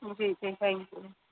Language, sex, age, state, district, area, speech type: Dogri, female, 18-30, Jammu and Kashmir, Jammu, rural, conversation